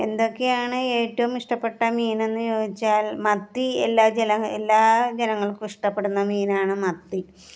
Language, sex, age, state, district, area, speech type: Malayalam, female, 45-60, Kerala, Alappuzha, rural, spontaneous